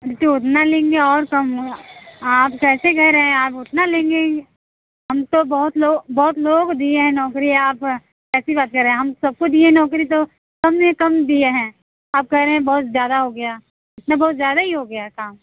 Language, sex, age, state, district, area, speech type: Hindi, female, 30-45, Uttar Pradesh, Mirzapur, rural, conversation